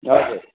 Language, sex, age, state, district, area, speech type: Nepali, male, 45-60, West Bengal, Darjeeling, rural, conversation